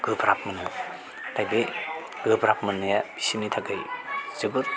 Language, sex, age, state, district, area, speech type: Bodo, male, 45-60, Assam, Chirang, rural, spontaneous